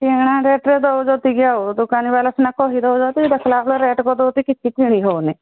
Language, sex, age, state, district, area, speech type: Odia, female, 60+, Odisha, Angul, rural, conversation